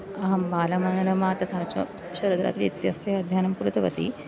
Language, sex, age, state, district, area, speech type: Sanskrit, female, 45-60, Maharashtra, Nagpur, urban, spontaneous